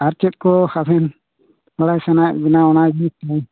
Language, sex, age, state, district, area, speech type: Santali, male, 45-60, West Bengal, Bankura, rural, conversation